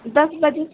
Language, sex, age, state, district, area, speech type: Hindi, female, 18-30, Uttar Pradesh, Pratapgarh, rural, conversation